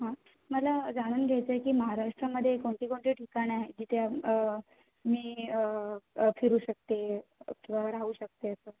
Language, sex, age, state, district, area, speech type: Marathi, female, 18-30, Maharashtra, Ratnagiri, rural, conversation